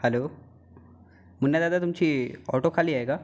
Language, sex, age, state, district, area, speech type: Marathi, female, 18-30, Maharashtra, Gondia, rural, spontaneous